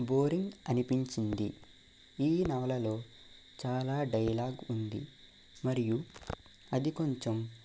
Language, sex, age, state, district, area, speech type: Telugu, male, 18-30, Andhra Pradesh, Eluru, urban, spontaneous